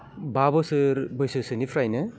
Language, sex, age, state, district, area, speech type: Bodo, male, 18-30, Assam, Baksa, urban, spontaneous